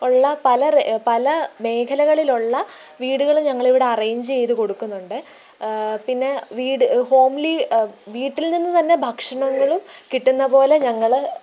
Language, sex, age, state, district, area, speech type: Malayalam, female, 18-30, Kerala, Pathanamthitta, rural, spontaneous